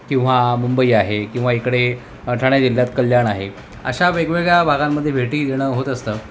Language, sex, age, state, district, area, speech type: Marathi, male, 45-60, Maharashtra, Thane, rural, spontaneous